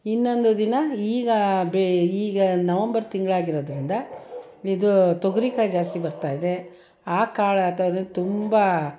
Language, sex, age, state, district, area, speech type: Kannada, female, 60+, Karnataka, Mysore, rural, spontaneous